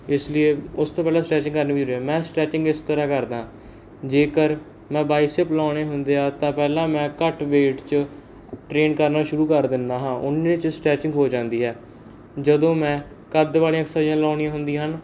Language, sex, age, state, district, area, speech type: Punjabi, male, 30-45, Punjab, Barnala, rural, spontaneous